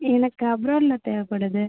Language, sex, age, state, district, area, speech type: Tamil, female, 18-30, Tamil Nadu, Viluppuram, rural, conversation